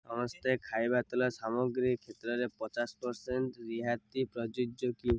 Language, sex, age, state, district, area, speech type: Odia, male, 18-30, Odisha, Malkangiri, urban, read